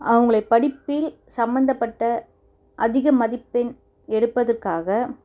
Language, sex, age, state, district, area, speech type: Tamil, female, 30-45, Tamil Nadu, Chennai, urban, spontaneous